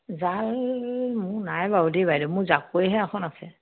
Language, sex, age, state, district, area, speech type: Assamese, female, 60+, Assam, Dhemaji, rural, conversation